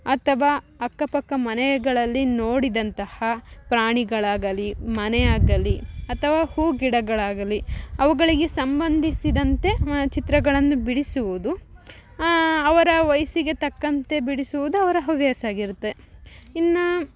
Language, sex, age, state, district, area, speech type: Kannada, female, 18-30, Karnataka, Chikkamagaluru, rural, spontaneous